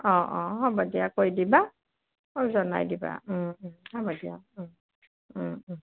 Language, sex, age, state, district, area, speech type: Assamese, female, 60+, Assam, Dibrugarh, urban, conversation